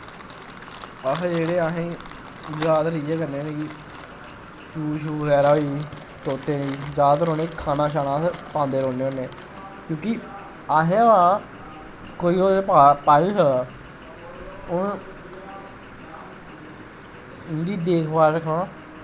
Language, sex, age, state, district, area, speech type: Dogri, male, 18-30, Jammu and Kashmir, Jammu, rural, spontaneous